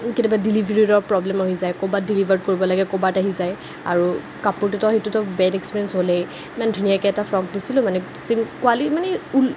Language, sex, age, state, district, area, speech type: Assamese, female, 18-30, Assam, Kamrup Metropolitan, urban, spontaneous